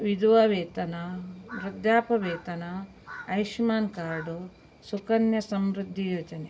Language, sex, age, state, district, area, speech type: Kannada, female, 60+, Karnataka, Udupi, rural, spontaneous